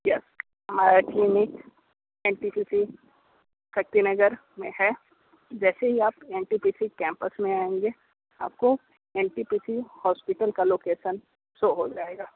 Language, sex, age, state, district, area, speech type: Hindi, male, 60+, Uttar Pradesh, Sonbhadra, rural, conversation